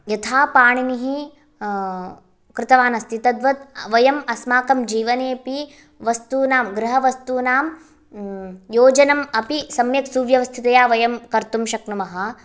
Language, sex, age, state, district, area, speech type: Sanskrit, female, 18-30, Karnataka, Bagalkot, urban, spontaneous